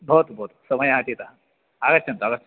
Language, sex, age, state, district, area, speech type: Sanskrit, male, 18-30, Karnataka, Bagalkot, urban, conversation